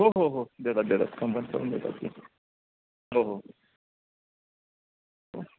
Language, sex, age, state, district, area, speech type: Marathi, male, 30-45, Maharashtra, Sangli, urban, conversation